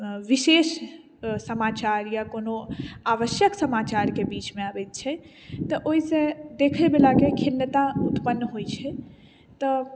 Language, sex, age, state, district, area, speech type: Maithili, female, 60+, Bihar, Madhubani, rural, spontaneous